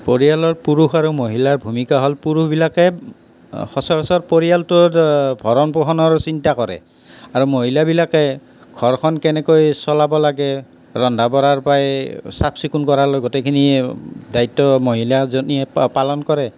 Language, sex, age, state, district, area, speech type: Assamese, male, 60+, Assam, Nalbari, rural, spontaneous